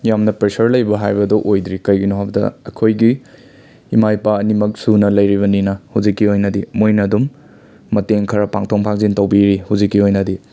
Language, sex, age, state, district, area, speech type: Manipuri, male, 30-45, Manipur, Imphal West, urban, spontaneous